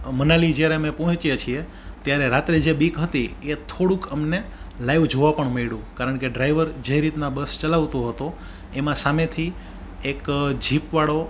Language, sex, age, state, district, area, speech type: Gujarati, male, 30-45, Gujarat, Rajkot, urban, spontaneous